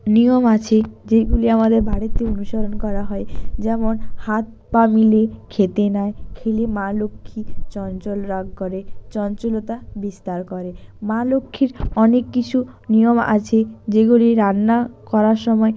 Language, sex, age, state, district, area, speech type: Bengali, female, 45-60, West Bengal, Purba Medinipur, rural, spontaneous